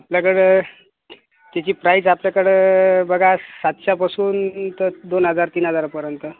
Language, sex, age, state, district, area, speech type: Marathi, male, 30-45, Maharashtra, Yavatmal, urban, conversation